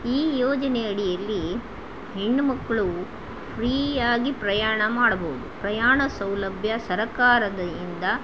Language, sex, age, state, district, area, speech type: Kannada, female, 45-60, Karnataka, Shimoga, rural, spontaneous